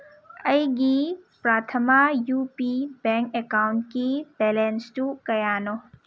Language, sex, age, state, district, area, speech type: Manipuri, female, 30-45, Manipur, Senapati, rural, read